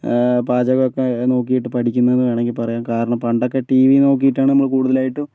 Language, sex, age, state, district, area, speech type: Malayalam, male, 30-45, Kerala, Kozhikode, urban, spontaneous